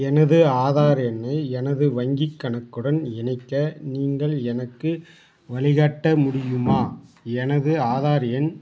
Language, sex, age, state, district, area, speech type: Tamil, male, 60+, Tamil Nadu, Dharmapuri, rural, read